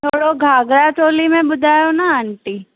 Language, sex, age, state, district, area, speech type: Sindhi, female, 18-30, Maharashtra, Thane, urban, conversation